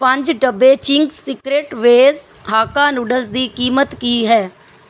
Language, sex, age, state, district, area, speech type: Punjabi, female, 30-45, Punjab, Mansa, urban, read